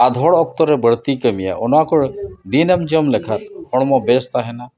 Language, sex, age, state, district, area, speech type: Santali, male, 60+, Odisha, Mayurbhanj, rural, spontaneous